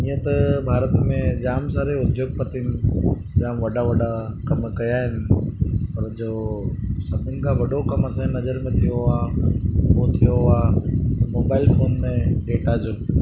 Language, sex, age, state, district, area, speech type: Sindhi, female, 30-45, Gujarat, Surat, urban, spontaneous